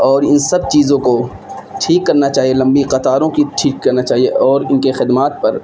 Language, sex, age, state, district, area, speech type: Urdu, male, 18-30, Uttar Pradesh, Siddharthnagar, rural, spontaneous